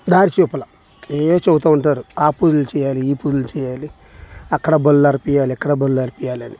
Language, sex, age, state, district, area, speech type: Telugu, male, 30-45, Andhra Pradesh, Bapatla, urban, spontaneous